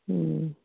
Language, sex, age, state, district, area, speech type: Manipuri, female, 18-30, Manipur, Kangpokpi, urban, conversation